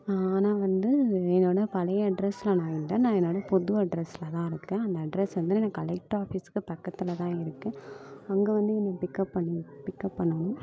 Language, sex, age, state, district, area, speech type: Tamil, female, 18-30, Tamil Nadu, Namakkal, urban, spontaneous